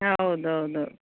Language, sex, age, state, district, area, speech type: Kannada, female, 60+, Karnataka, Udupi, rural, conversation